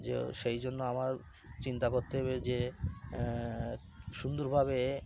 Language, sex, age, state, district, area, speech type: Bengali, male, 30-45, West Bengal, Cooch Behar, urban, spontaneous